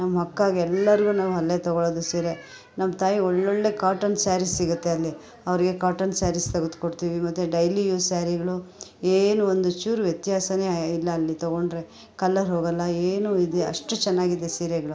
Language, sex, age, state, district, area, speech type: Kannada, female, 45-60, Karnataka, Bangalore Urban, urban, spontaneous